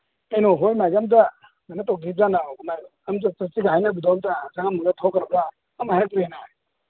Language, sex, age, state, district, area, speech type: Manipuri, male, 45-60, Manipur, Imphal East, rural, conversation